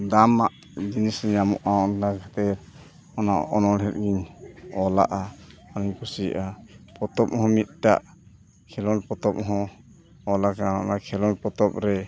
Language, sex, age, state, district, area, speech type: Santali, male, 45-60, Odisha, Mayurbhanj, rural, spontaneous